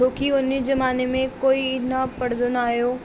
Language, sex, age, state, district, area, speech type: Sindhi, female, 18-30, Delhi, South Delhi, urban, spontaneous